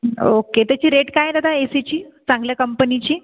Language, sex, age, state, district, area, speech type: Marathi, female, 18-30, Maharashtra, Buldhana, urban, conversation